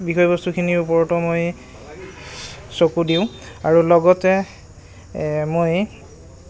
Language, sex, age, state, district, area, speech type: Assamese, male, 30-45, Assam, Goalpara, urban, spontaneous